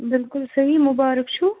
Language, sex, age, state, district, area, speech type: Kashmiri, female, 45-60, Jammu and Kashmir, Bandipora, rural, conversation